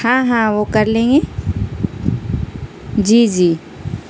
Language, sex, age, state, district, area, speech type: Urdu, female, 30-45, Bihar, Gaya, urban, spontaneous